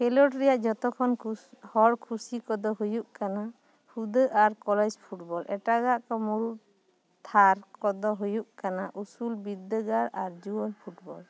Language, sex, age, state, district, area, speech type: Santali, female, 30-45, West Bengal, Bankura, rural, read